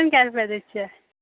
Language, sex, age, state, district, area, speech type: Maithili, female, 45-60, Bihar, Saharsa, rural, conversation